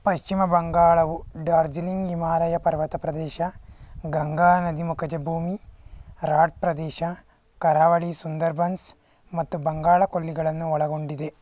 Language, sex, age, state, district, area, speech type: Kannada, male, 45-60, Karnataka, Bangalore Rural, rural, read